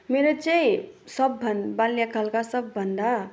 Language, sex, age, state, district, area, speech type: Nepali, female, 45-60, West Bengal, Darjeeling, rural, spontaneous